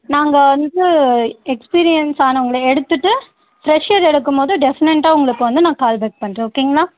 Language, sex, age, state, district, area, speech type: Tamil, female, 18-30, Tamil Nadu, Tirupattur, rural, conversation